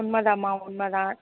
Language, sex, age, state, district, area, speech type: Tamil, female, 60+, Tamil Nadu, Mayiladuthurai, urban, conversation